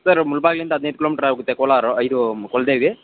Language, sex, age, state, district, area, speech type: Kannada, male, 18-30, Karnataka, Kolar, rural, conversation